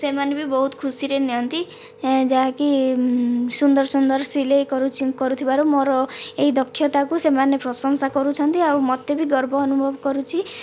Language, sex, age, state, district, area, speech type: Odia, female, 45-60, Odisha, Kandhamal, rural, spontaneous